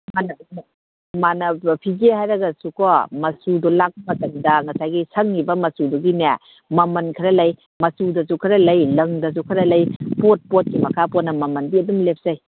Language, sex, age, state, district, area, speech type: Manipuri, female, 45-60, Manipur, Kakching, rural, conversation